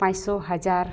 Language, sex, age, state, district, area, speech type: Santali, female, 45-60, Jharkhand, East Singhbhum, rural, spontaneous